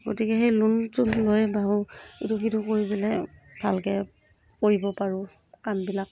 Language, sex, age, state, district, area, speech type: Assamese, female, 30-45, Assam, Morigaon, rural, spontaneous